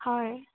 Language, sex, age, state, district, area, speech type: Assamese, female, 18-30, Assam, Dibrugarh, rural, conversation